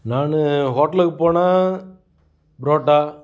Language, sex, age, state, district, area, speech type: Tamil, male, 45-60, Tamil Nadu, Namakkal, rural, spontaneous